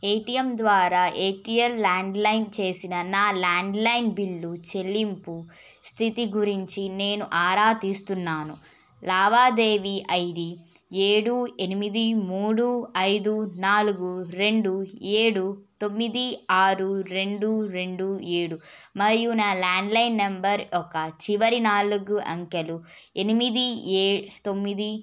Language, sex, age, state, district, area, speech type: Telugu, female, 18-30, Andhra Pradesh, N T Rama Rao, urban, read